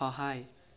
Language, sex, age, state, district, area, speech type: Assamese, male, 18-30, Assam, Barpeta, rural, read